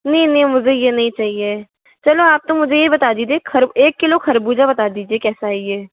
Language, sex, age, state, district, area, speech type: Hindi, female, 30-45, Rajasthan, Jaipur, urban, conversation